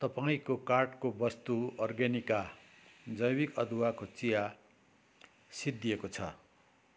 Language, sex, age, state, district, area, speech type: Nepali, male, 60+, West Bengal, Kalimpong, rural, read